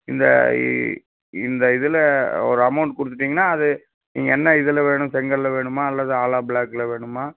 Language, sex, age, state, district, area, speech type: Tamil, male, 30-45, Tamil Nadu, Coimbatore, urban, conversation